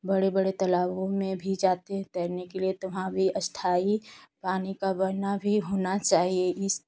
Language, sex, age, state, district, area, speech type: Hindi, female, 18-30, Uttar Pradesh, Ghazipur, urban, spontaneous